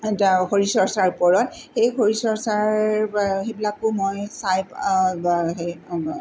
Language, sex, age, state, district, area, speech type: Assamese, female, 45-60, Assam, Tinsukia, rural, spontaneous